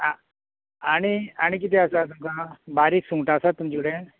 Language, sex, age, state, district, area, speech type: Goan Konkani, male, 45-60, Goa, Canacona, rural, conversation